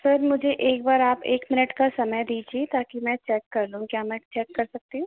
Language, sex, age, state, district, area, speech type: Hindi, female, 18-30, Rajasthan, Jaipur, urban, conversation